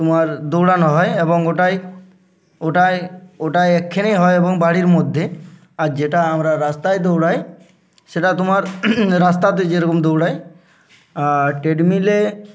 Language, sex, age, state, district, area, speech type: Bengali, male, 18-30, West Bengal, Uttar Dinajpur, urban, spontaneous